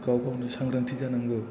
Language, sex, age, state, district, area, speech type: Bodo, male, 18-30, Assam, Chirang, rural, spontaneous